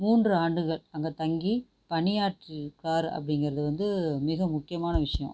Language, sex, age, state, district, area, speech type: Tamil, female, 30-45, Tamil Nadu, Tiruchirappalli, rural, spontaneous